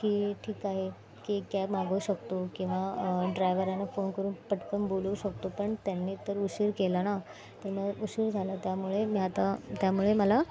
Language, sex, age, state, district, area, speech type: Marathi, female, 18-30, Maharashtra, Mumbai Suburban, urban, spontaneous